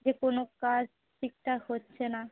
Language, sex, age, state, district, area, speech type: Bengali, female, 30-45, West Bengal, Darjeeling, urban, conversation